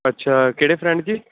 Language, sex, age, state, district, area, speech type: Punjabi, male, 18-30, Punjab, Gurdaspur, rural, conversation